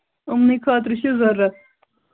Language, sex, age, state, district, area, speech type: Kashmiri, female, 18-30, Jammu and Kashmir, Kulgam, rural, conversation